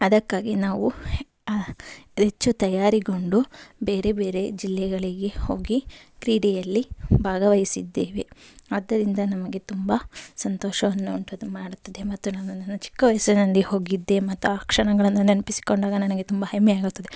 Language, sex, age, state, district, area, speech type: Kannada, female, 30-45, Karnataka, Tumkur, rural, spontaneous